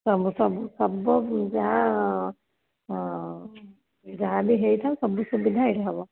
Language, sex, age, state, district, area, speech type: Odia, female, 30-45, Odisha, Sambalpur, rural, conversation